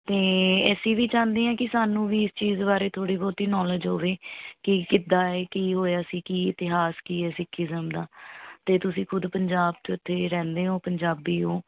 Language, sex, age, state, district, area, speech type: Punjabi, female, 30-45, Punjab, Mohali, urban, conversation